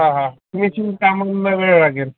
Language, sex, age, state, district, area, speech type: Marathi, male, 30-45, Maharashtra, Osmanabad, rural, conversation